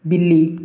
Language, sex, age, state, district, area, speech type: Hindi, male, 18-30, Bihar, Samastipur, rural, read